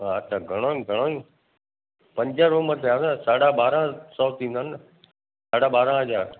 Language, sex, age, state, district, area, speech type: Sindhi, male, 60+, Gujarat, Kutch, urban, conversation